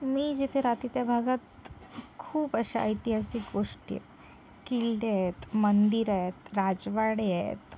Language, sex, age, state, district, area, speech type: Marathi, female, 18-30, Maharashtra, Sindhudurg, rural, spontaneous